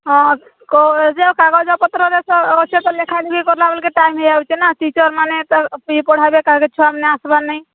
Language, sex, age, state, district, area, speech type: Odia, female, 60+, Odisha, Boudh, rural, conversation